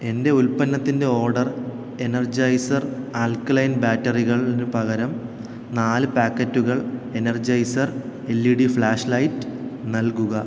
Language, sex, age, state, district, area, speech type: Malayalam, male, 18-30, Kerala, Thiruvananthapuram, rural, read